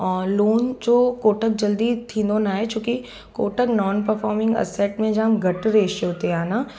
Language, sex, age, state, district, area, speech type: Sindhi, female, 18-30, Gujarat, Surat, urban, spontaneous